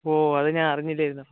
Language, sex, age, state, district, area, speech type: Malayalam, male, 18-30, Kerala, Kollam, rural, conversation